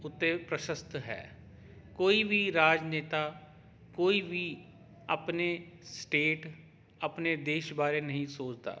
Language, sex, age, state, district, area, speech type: Punjabi, male, 30-45, Punjab, Jalandhar, urban, spontaneous